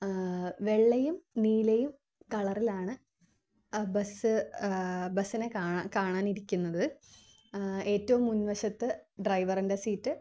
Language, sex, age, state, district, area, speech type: Malayalam, female, 18-30, Kerala, Thiruvananthapuram, urban, spontaneous